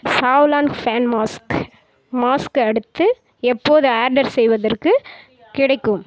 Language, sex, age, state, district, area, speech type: Tamil, female, 18-30, Tamil Nadu, Kallakurichi, rural, read